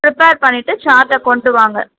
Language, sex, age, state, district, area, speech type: Tamil, female, 30-45, Tamil Nadu, Tiruvallur, urban, conversation